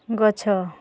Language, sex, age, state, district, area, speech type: Odia, female, 45-60, Odisha, Kalahandi, rural, read